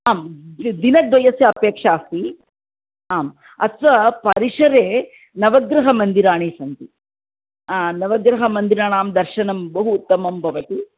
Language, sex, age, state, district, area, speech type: Sanskrit, female, 45-60, Andhra Pradesh, Chittoor, urban, conversation